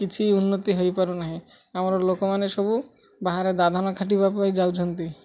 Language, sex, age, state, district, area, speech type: Odia, male, 45-60, Odisha, Malkangiri, urban, spontaneous